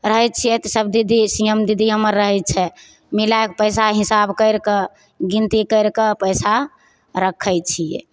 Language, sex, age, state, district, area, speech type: Maithili, female, 30-45, Bihar, Begusarai, rural, spontaneous